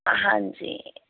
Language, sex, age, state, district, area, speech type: Punjabi, female, 30-45, Punjab, Firozpur, urban, conversation